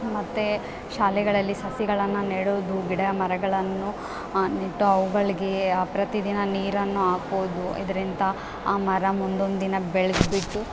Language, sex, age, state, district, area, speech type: Kannada, female, 18-30, Karnataka, Bellary, rural, spontaneous